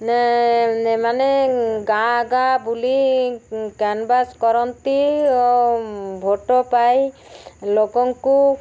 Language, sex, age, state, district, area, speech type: Odia, female, 45-60, Odisha, Malkangiri, urban, spontaneous